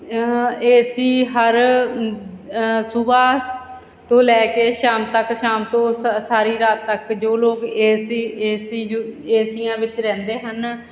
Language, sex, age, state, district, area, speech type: Punjabi, female, 30-45, Punjab, Bathinda, rural, spontaneous